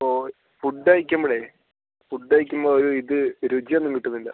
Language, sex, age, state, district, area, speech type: Malayalam, male, 18-30, Kerala, Wayanad, rural, conversation